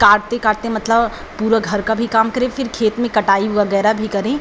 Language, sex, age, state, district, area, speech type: Hindi, female, 18-30, Uttar Pradesh, Pratapgarh, rural, spontaneous